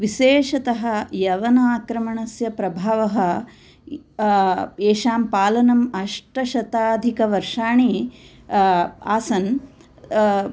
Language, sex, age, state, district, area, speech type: Sanskrit, female, 45-60, Andhra Pradesh, Kurnool, urban, spontaneous